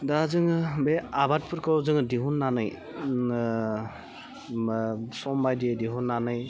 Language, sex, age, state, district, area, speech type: Bodo, female, 30-45, Assam, Udalguri, urban, spontaneous